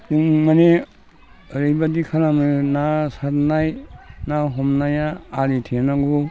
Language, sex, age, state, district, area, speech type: Bodo, male, 60+, Assam, Udalguri, rural, spontaneous